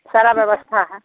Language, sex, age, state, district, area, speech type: Hindi, female, 45-60, Bihar, Samastipur, rural, conversation